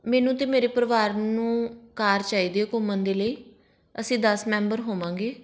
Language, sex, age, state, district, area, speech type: Punjabi, female, 18-30, Punjab, Patiala, rural, spontaneous